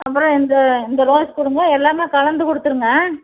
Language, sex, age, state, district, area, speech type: Tamil, female, 60+, Tamil Nadu, Erode, rural, conversation